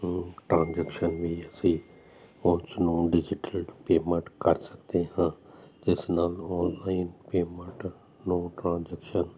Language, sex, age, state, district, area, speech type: Punjabi, male, 45-60, Punjab, Jalandhar, urban, spontaneous